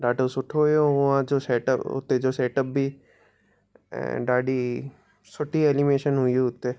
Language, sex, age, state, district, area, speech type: Sindhi, male, 18-30, Rajasthan, Ajmer, urban, spontaneous